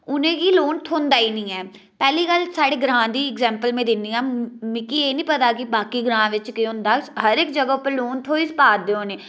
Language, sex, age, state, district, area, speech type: Dogri, female, 18-30, Jammu and Kashmir, Udhampur, rural, spontaneous